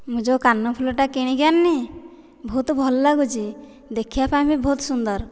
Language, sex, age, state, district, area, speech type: Odia, female, 18-30, Odisha, Dhenkanal, rural, spontaneous